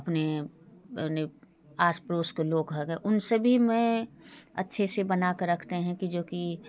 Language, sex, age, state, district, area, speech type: Hindi, female, 45-60, Bihar, Darbhanga, rural, spontaneous